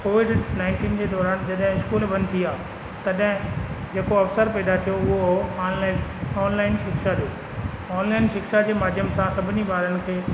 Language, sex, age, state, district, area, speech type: Sindhi, male, 45-60, Rajasthan, Ajmer, urban, spontaneous